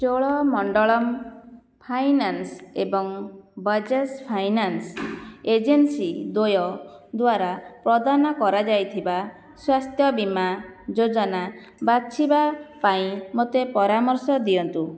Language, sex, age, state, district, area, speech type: Odia, female, 30-45, Odisha, Jajpur, rural, read